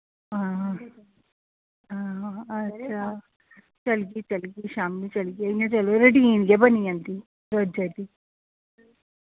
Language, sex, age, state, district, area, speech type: Dogri, female, 45-60, Jammu and Kashmir, Udhampur, rural, conversation